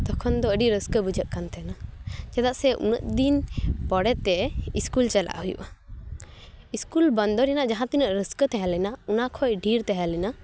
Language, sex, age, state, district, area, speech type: Santali, female, 18-30, West Bengal, Paschim Bardhaman, rural, spontaneous